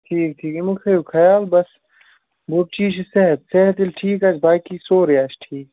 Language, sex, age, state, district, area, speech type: Kashmiri, male, 18-30, Jammu and Kashmir, Baramulla, rural, conversation